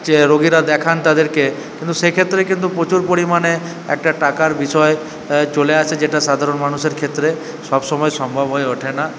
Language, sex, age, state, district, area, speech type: Bengali, male, 30-45, West Bengal, Purba Bardhaman, urban, spontaneous